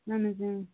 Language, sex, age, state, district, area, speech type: Kashmiri, female, 18-30, Jammu and Kashmir, Bandipora, rural, conversation